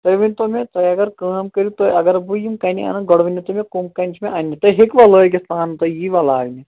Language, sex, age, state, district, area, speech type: Kashmiri, male, 30-45, Jammu and Kashmir, Shopian, rural, conversation